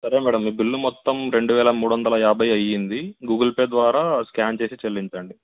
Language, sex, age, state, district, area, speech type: Telugu, male, 18-30, Andhra Pradesh, Sri Satya Sai, urban, conversation